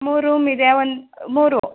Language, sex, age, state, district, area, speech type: Kannada, female, 30-45, Karnataka, Mandya, rural, conversation